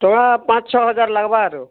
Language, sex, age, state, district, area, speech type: Odia, male, 30-45, Odisha, Kalahandi, rural, conversation